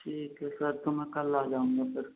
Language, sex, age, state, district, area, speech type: Hindi, male, 45-60, Rajasthan, Karauli, rural, conversation